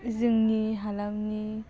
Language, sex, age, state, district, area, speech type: Bodo, female, 18-30, Assam, Baksa, rural, spontaneous